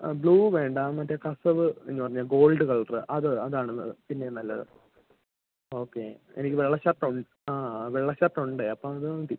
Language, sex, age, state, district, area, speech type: Malayalam, male, 30-45, Kerala, Idukki, rural, conversation